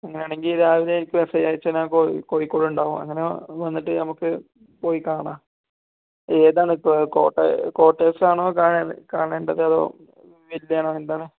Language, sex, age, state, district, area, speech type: Malayalam, male, 18-30, Kerala, Kozhikode, rural, conversation